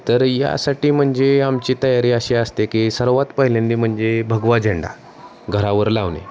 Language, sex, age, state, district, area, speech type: Marathi, male, 30-45, Maharashtra, Osmanabad, rural, spontaneous